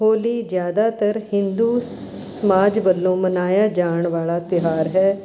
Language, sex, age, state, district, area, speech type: Punjabi, female, 60+, Punjab, Mohali, urban, spontaneous